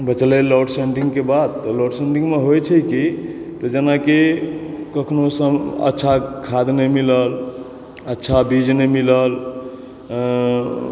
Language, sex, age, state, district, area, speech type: Maithili, male, 30-45, Bihar, Supaul, rural, spontaneous